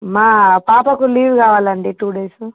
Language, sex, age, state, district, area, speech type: Telugu, female, 45-60, Andhra Pradesh, Visakhapatnam, urban, conversation